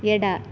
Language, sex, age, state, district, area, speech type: Kannada, female, 30-45, Karnataka, Udupi, rural, read